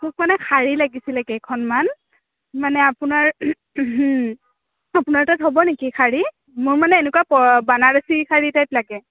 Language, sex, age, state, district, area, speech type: Assamese, female, 18-30, Assam, Sonitpur, urban, conversation